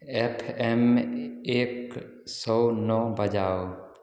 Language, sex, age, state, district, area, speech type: Hindi, male, 18-30, Bihar, Samastipur, rural, read